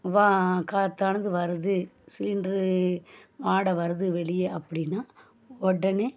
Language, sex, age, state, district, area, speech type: Tamil, female, 45-60, Tamil Nadu, Thoothukudi, rural, spontaneous